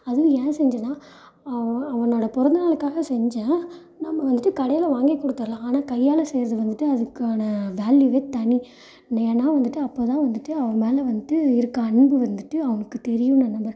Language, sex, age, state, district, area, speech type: Tamil, female, 18-30, Tamil Nadu, Salem, rural, spontaneous